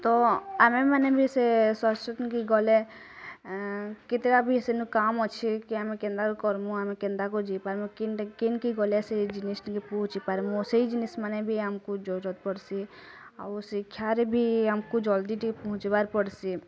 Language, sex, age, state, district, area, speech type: Odia, female, 18-30, Odisha, Bargarh, rural, spontaneous